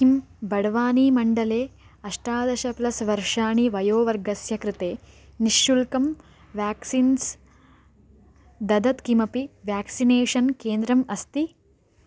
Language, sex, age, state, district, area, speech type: Sanskrit, female, 18-30, Karnataka, Chikkamagaluru, urban, read